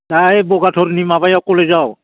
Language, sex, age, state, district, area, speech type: Bodo, male, 60+, Assam, Baksa, urban, conversation